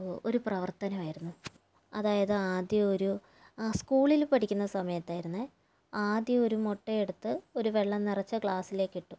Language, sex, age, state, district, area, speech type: Malayalam, female, 30-45, Kerala, Kannur, rural, spontaneous